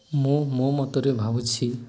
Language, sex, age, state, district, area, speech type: Odia, male, 18-30, Odisha, Nuapada, urban, spontaneous